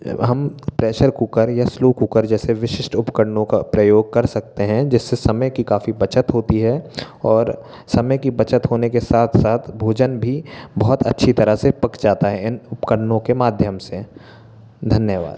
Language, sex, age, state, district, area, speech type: Hindi, male, 18-30, Madhya Pradesh, Bhopal, urban, spontaneous